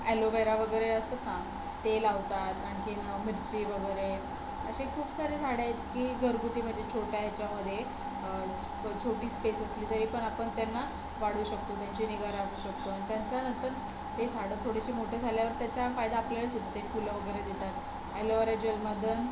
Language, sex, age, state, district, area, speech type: Marathi, female, 18-30, Maharashtra, Solapur, urban, spontaneous